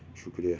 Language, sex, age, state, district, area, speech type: Kashmiri, male, 60+, Jammu and Kashmir, Srinagar, urban, spontaneous